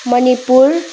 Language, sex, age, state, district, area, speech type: Nepali, female, 30-45, West Bengal, Darjeeling, rural, spontaneous